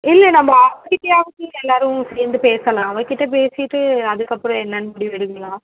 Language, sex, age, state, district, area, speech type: Tamil, female, 18-30, Tamil Nadu, Kanchipuram, urban, conversation